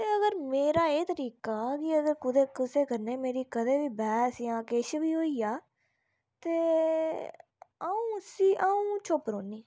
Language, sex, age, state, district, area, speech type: Dogri, female, 45-60, Jammu and Kashmir, Udhampur, rural, spontaneous